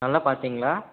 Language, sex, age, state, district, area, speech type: Tamil, male, 18-30, Tamil Nadu, Tiruchirappalli, rural, conversation